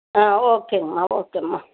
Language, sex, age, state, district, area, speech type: Tamil, female, 45-60, Tamil Nadu, Tiruppur, rural, conversation